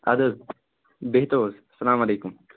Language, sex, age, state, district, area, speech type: Kashmiri, male, 18-30, Jammu and Kashmir, Anantnag, rural, conversation